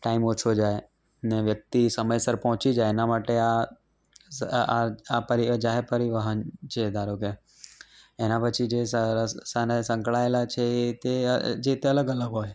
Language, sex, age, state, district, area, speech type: Gujarati, male, 30-45, Gujarat, Ahmedabad, urban, spontaneous